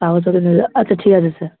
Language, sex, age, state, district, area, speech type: Bengali, male, 18-30, West Bengal, Hooghly, urban, conversation